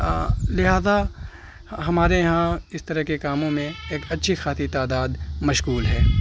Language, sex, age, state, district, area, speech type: Urdu, male, 30-45, Uttar Pradesh, Azamgarh, rural, spontaneous